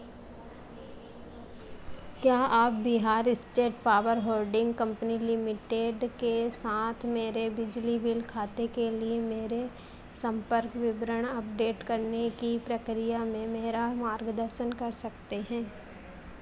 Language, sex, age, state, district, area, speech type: Hindi, female, 45-60, Madhya Pradesh, Harda, urban, read